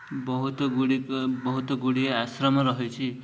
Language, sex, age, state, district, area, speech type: Odia, male, 18-30, Odisha, Ganjam, urban, spontaneous